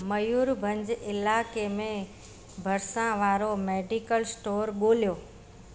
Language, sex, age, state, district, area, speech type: Sindhi, female, 45-60, Gujarat, Surat, urban, read